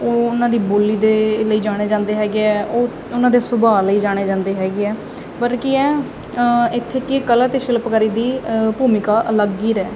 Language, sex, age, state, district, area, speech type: Punjabi, female, 18-30, Punjab, Muktsar, urban, spontaneous